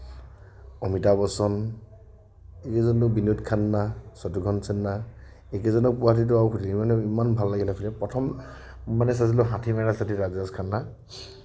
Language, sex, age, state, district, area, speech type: Assamese, male, 30-45, Assam, Nagaon, rural, spontaneous